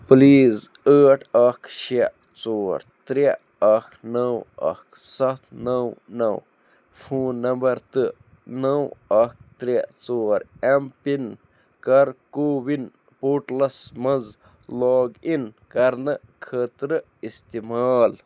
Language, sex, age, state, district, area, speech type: Kashmiri, male, 18-30, Jammu and Kashmir, Bandipora, rural, read